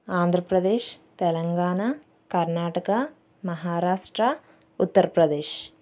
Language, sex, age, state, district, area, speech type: Telugu, female, 18-30, Andhra Pradesh, Anakapalli, rural, spontaneous